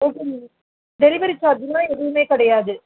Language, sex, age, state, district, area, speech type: Tamil, female, 30-45, Tamil Nadu, Tiruvarur, rural, conversation